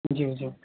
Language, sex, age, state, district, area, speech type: Nepali, male, 18-30, West Bengal, Darjeeling, rural, conversation